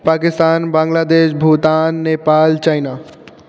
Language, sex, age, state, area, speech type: Sanskrit, male, 18-30, Chhattisgarh, urban, spontaneous